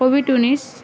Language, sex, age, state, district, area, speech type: Bengali, female, 18-30, West Bengal, Uttar Dinajpur, urban, spontaneous